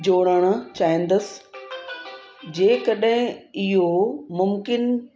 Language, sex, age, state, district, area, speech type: Sindhi, female, 45-60, Uttar Pradesh, Lucknow, urban, read